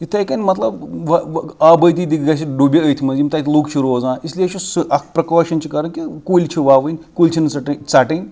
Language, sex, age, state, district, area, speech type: Kashmiri, male, 30-45, Jammu and Kashmir, Srinagar, rural, spontaneous